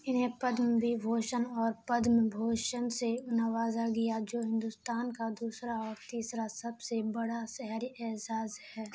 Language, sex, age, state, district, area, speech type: Urdu, female, 18-30, Bihar, Khagaria, rural, read